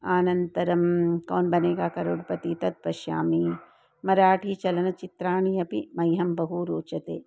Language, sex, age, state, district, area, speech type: Sanskrit, female, 60+, Karnataka, Dharwad, urban, spontaneous